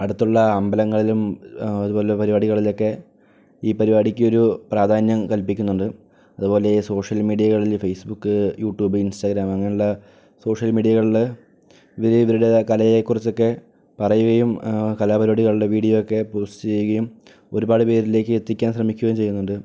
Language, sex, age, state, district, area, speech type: Malayalam, male, 18-30, Kerala, Palakkad, rural, spontaneous